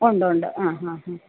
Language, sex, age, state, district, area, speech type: Malayalam, female, 45-60, Kerala, Alappuzha, urban, conversation